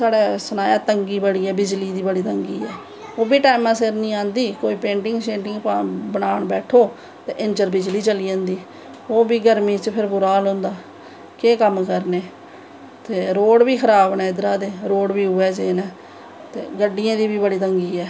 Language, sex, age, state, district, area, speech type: Dogri, female, 30-45, Jammu and Kashmir, Samba, rural, spontaneous